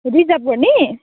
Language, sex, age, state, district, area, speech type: Nepali, female, 18-30, West Bengal, Jalpaiguri, rural, conversation